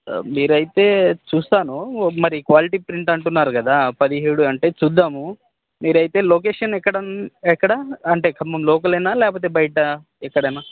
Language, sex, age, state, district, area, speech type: Telugu, male, 30-45, Telangana, Khammam, urban, conversation